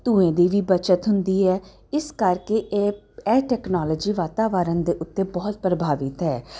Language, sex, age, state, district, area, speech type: Punjabi, female, 30-45, Punjab, Jalandhar, urban, spontaneous